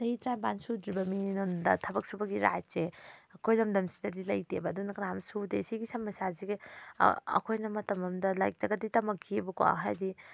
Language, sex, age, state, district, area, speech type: Manipuri, female, 30-45, Manipur, Thoubal, rural, spontaneous